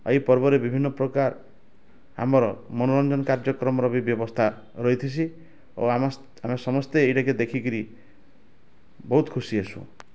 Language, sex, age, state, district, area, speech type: Odia, male, 45-60, Odisha, Bargarh, rural, spontaneous